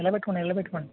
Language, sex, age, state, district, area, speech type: Telugu, male, 18-30, Andhra Pradesh, Konaseema, rural, conversation